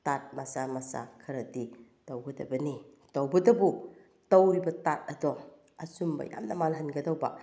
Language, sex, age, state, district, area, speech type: Manipuri, female, 45-60, Manipur, Bishnupur, urban, spontaneous